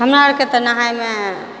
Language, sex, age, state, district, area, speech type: Maithili, female, 45-60, Bihar, Purnia, rural, spontaneous